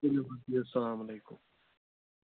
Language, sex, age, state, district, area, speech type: Kashmiri, male, 30-45, Jammu and Kashmir, Anantnag, rural, conversation